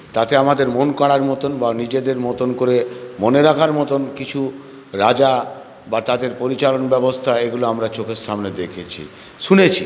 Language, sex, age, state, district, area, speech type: Bengali, male, 60+, West Bengal, Purulia, rural, spontaneous